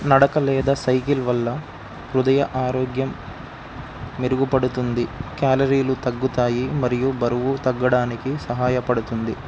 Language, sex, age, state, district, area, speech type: Telugu, male, 18-30, Telangana, Ranga Reddy, urban, spontaneous